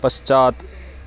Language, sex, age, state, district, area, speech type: Sanskrit, male, 18-30, Karnataka, Uttara Kannada, rural, read